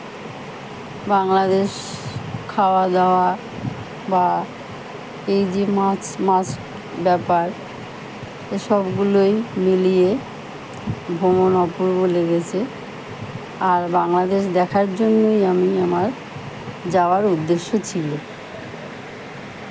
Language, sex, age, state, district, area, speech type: Bengali, female, 60+, West Bengal, Kolkata, urban, spontaneous